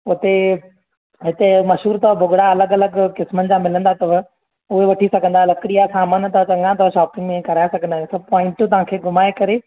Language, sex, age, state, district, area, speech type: Sindhi, male, 30-45, Maharashtra, Thane, urban, conversation